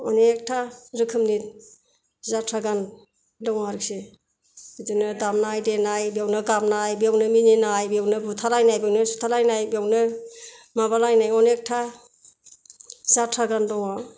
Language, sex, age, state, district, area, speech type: Bodo, female, 60+, Assam, Kokrajhar, rural, spontaneous